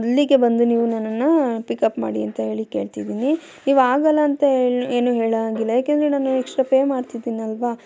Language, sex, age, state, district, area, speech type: Kannada, female, 30-45, Karnataka, Mandya, rural, spontaneous